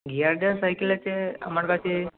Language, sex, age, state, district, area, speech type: Bengali, male, 18-30, West Bengal, North 24 Parganas, urban, conversation